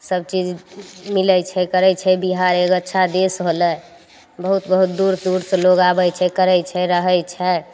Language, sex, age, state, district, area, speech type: Maithili, female, 30-45, Bihar, Begusarai, urban, spontaneous